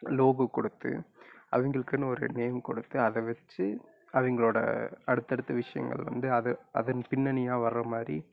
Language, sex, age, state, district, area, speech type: Tamil, male, 18-30, Tamil Nadu, Coimbatore, rural, spontaneous